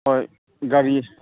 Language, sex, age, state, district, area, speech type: Manipuri, male, 30-45, Manipur, Ukhrul, urban, conversation